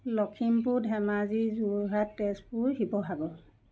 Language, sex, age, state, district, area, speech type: Assamese, female, 60+, Assam, Lakhimpur, urban, spontaneous